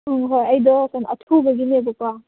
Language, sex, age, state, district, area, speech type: Manipuri, female, 30-45, Manipur, Kangpokpi, urban, conversation